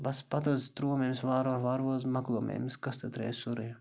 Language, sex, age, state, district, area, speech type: Kashmiri, male, 45-60, Jammu and Kashmir, Bandipora, rural, spontaneous